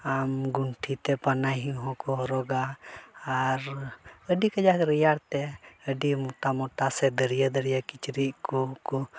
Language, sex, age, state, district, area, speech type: Santali, male, 18-30, Jharkhand, Pakur, rural, spontaneous